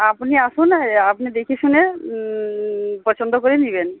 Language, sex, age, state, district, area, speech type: Bengali, female, 18-30, West Bengal, Uttar Dinajpur, urban, conversation